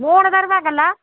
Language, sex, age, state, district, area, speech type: Tamil, female, 60+, Tamil Nadu, Erode, urban, conversation